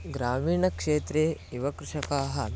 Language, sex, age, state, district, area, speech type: Sanskrit, male, 18-30, Karnataka, Bidar, rural, spontaneous